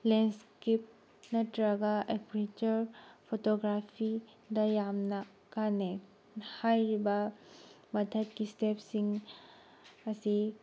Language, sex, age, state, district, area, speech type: Manipuri, female, 18-30, Manipur, Tengnoupal, rural, spontaneous